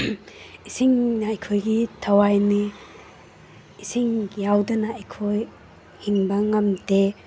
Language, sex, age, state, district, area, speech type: Manipuri, female, 30-45, Manipur, Imphal East, rural, spontaneous